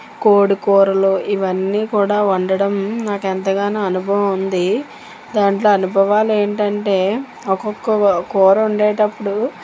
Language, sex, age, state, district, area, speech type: Telugu, female, 45-60, Telangana, Mancherial, rural, spontaneous